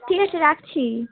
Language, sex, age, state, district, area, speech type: Bengali, female, 18-30, West Bengal, Darjeeling, urban, conversation